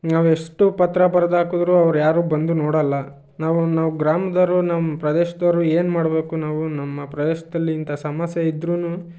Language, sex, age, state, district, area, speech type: Kannada, male, 18-30, Karnataka, Chitradurga, rural, spontaneous